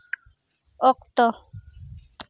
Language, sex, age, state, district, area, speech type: Santali, female, 30-45, West Bengal, Jhargram, rural, read